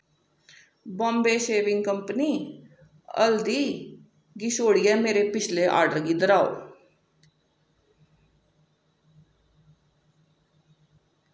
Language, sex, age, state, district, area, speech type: Dogri, female, 30-45, Jammu and Kashmir, Jammu, urban, read